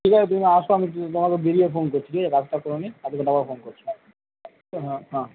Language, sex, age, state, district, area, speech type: Bengali, male, 30-45, West Bengal, Kolkata, urban, conversation